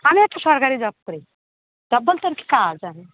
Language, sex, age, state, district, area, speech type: Bengali, female, 18-30, West Bengal, Uttar Dinajpur, urban, conversation